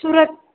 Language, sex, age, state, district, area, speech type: Gujarati, female, 18-30, Gujarat, Valsad, rural, conversation